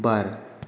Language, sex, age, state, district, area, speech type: Bodo, male, 18-30, Assam, Chirang, rural, read